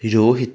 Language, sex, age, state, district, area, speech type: Malayalam, male, 18-30, Kerala, Thrissur, urban, spontaneous